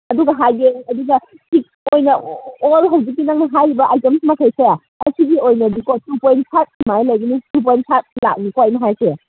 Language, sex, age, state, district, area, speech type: Manipuri, female, 30-45, Manipur, Kakching, rural, conversation